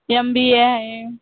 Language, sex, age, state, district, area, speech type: Marathi, female, 18-30, Maharashtra, Wardha, rural, conversation